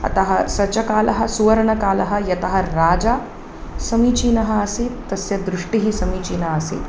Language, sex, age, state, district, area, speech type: Sanskrit, female, 30-45, Tamil Nadu, Chennai, urban, spontaneous